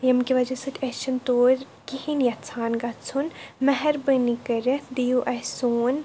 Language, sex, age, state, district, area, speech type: Kashmiri, female, 18-30, Jammu and Kashmir, Baramulla, rural, spontaneous